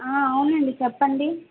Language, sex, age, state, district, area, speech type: Telugu, female, 18-30, Andhra Pradesh, Kadapa, rural, conversation